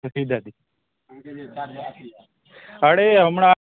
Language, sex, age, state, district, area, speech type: Maithili, male, 18-30, Bihar, Araria, rural, conversation